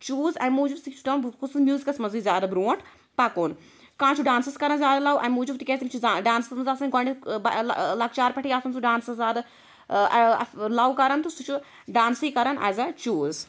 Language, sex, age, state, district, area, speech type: Kashmiri, female, 18-30, Jammu and Kashmir, Anantnag, rural, spontaneous